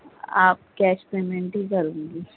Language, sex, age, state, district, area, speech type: Urdu, female, 30-45, Delhi, North East Delhi, urban, conversation